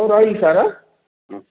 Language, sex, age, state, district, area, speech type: Odia, male, 45-60, Odisha, Ganjam, urban, conversation